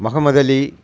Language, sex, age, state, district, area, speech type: Tamil, male, 45-60, Tamil Nadu, Coimbatore, rural, spontaneous